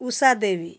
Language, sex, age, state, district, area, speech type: Hindi, female, 60+, Bihar, Samastipur, urban, spontaneous